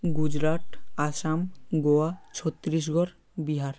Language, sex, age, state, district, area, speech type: Bengali, male, 18-30, West Bengal, South 24 Parganas, rural, spontaneous